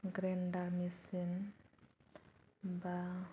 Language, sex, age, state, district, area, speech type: Bodo, female, 30-45, Assam, Kokrajhar, rural, spontaneous